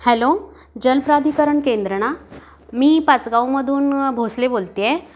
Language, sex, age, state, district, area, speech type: Marathi, female, 30-45, Maharashtra, Kolhapur, urban, spontaneous